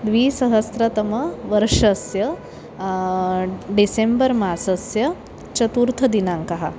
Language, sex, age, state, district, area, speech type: Sanskrit, female, 30-45, Maharashtra, Nagpur, urban, spontaneous